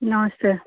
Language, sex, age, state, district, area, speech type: Hindi, female, 60+, Uttar Pradesh, Ghazipur, rural, conversation